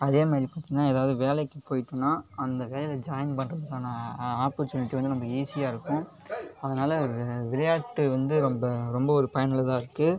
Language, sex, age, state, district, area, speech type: Tamil, male, 18-30, Tamil Nadu, Cuddalore, rural, spontaneous